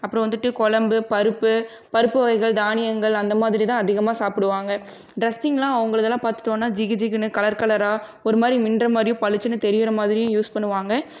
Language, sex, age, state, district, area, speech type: Tamil, female, 18-30, Tamil Nadu, Erode, rural, spontaneous